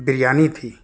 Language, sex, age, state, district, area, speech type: Urdu, male, 30-45, Delhi, South Delhi, urban, spontaneous